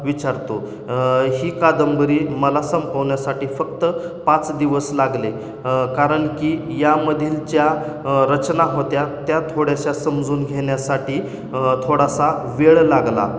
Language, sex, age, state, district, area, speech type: Marathi, male, 18-30, Maharashtra, Osmanabad, rural, spontaneous